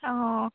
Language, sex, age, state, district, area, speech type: Assamese, female, 18-30, Assam, Sivasagar, rural, conversation